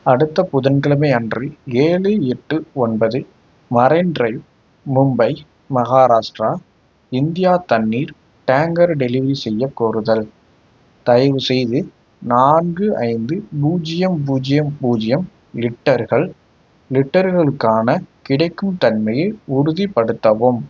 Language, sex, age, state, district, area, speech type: Tamil, male, 18-30, Tamil Nadu, Tiruppur, rural, read